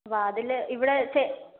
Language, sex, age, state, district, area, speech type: Malayalam, female, 45-60, Kerala, Palakkad, rural, conversation